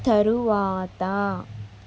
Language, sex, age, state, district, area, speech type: Telugu, female, 18-30, Telangana, Vikarabad, urban, read